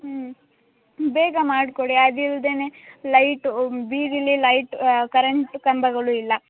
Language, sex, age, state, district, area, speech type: Kannada, female, 18-30, Karnataka, Mandya, rural, conversation